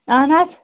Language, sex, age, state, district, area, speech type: Kashmiri, female, 45-60, Jammu and Kashmir, Baramulla, rural, conversation